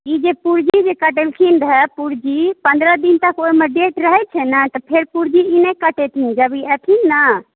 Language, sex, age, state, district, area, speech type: Maithili, female, 18-30, Bihar, Saharsa, rural, conversation